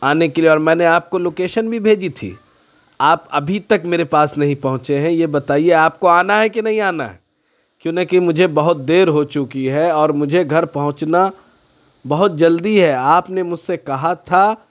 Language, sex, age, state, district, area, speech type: Urdu, male, 45-60, Uttar Pradesh, Lucknow, urban, spontaneous